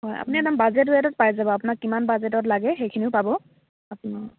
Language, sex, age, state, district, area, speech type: Assamese, female, 18-30, Assam, Dibrugarh, rural, conversation